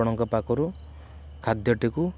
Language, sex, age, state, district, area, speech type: Odia, male, 18-30, Odisha, Kendrapara, urban, spontaneous